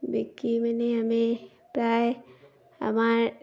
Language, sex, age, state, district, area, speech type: Assamese, female, 30-45, Assam, Sivasagar, rural, spontaneous